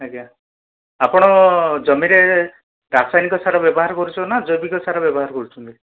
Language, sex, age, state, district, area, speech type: Odia, male, 30-45, Odisha, Dhenkanal, rural, conversation